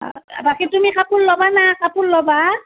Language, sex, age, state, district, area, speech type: Assamese, female, 60+, Assam, Barpeta, rural, conversation